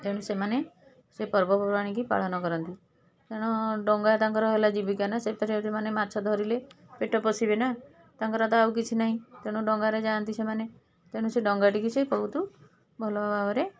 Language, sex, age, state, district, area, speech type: Odia, female, 45-60, Odisha, Puri, urban, spontaneous